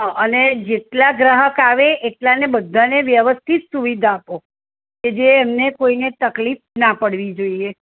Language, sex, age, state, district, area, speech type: Gujarati, female, 45-60, Gujarat, Kheda, rural, conversation